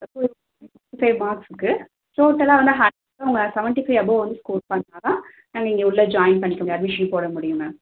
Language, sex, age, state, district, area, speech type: Tamil, female, 18-30, Tamil Nadu, Cuddalore, urban, conversation